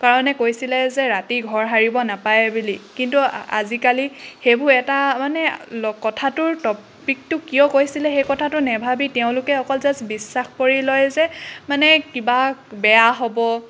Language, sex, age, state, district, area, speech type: Assamese, female, 18-30, Assam, Charaideo, rural, spontaneous